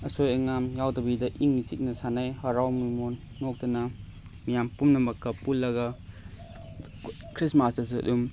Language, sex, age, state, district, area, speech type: Manipuri, male, 30-45, Manipur, Chandel, rural, spontaneous